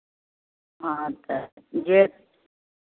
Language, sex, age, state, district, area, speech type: Maithili, female, 60+, Bihar, Madhepura, rural, conversation